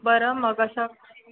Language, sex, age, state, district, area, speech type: Marathi, female, 18-30, Maharashtra, Mumbai Suburban, urban, conversation